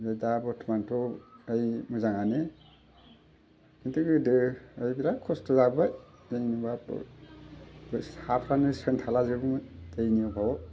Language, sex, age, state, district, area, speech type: Bodo, male, 60+, Assam, Udalguri, rural, spontaneous